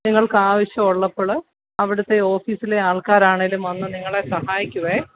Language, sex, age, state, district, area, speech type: Malayalam, female, 45-60, Kerala, Kottayam, urban, conversation